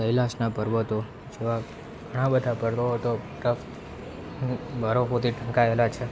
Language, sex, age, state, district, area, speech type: Gujarati, male, 18-30, Gujarat, Valsad, rural, spontaneous